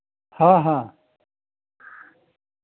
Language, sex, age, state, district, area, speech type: Hindi, male, 30-45, Bihar, Vaishali, urban, conversation